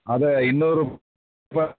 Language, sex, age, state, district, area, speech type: Kannada, male, 60+, Karnataka, Chitradurga, rural, conversation